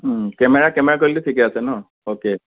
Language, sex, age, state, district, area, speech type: Assamese, male, 30-45, Assam, Nagaon, rural, conversation